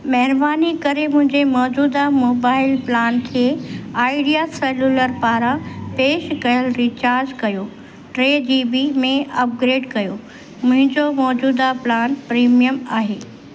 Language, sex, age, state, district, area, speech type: Sindhi, female, 45-60, Uttar Pradesh, Lucknow, urban, read